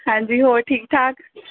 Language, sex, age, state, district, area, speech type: Punjabi, female, 18-30, Punjab, Mohali, urban, conversation